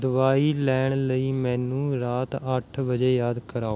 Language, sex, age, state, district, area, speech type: Punjabi, male, 30-45, Punjab, Mohali, rural, read